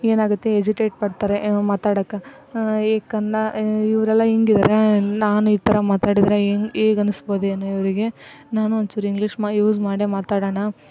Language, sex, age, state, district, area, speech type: Kannada, female, 18-30, Karnataka, Koppal, rural, spontaneous